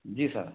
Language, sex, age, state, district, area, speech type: Hindi, male, 60+, Madhya Pradesh, Balaghat, rural, conversation